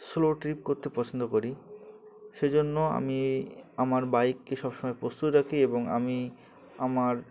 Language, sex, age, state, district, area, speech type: Bengali, male, 18-30, West Bengal, Uttar Dinajpur, urban, spontaneous